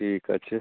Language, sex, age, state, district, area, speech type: Bengali, male, 45-60, West Bengal, Howrah, urban, conversation